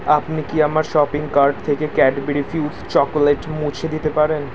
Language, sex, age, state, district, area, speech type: Bengali, male, 18-30, West Bengal, Kolkata, urban, read